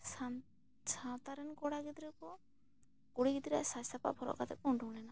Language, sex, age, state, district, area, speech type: Santali, female, 18-30, West Bengal, Bankura, rural, spontaneous